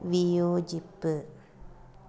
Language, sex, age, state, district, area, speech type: Malayalam, female, 18-30, Kerala, Malappuram, rural, read